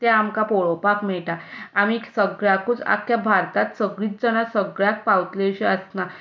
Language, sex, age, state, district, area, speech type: Goan Konkani, female, 30-45, Goa, Tiswadi, rural, spontaneous